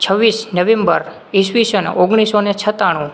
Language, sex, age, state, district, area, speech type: Gujarati, male, 18-30, Gujarat, Morbi, rural, spontaneous